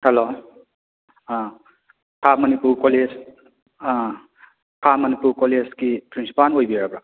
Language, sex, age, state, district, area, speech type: Manipuri, male, 30-45, Manipur, Kakching, rural, conversation